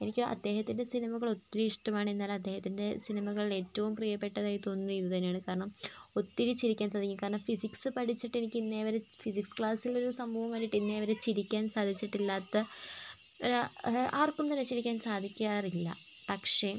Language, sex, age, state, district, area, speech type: Malayalam, female, 18-30, Kerala, Wayanad, rural, spontaneous